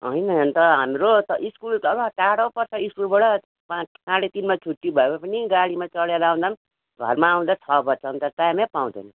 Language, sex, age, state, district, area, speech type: Nepali, female, 45-60, West Bengal, Darjeeling, rural, conversation